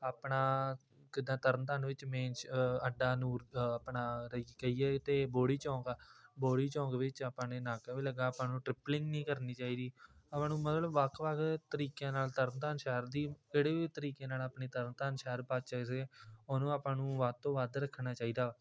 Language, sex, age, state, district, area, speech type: Punjabi, male, 18-30, Punjab, Tarn Taran, rural, spontaneous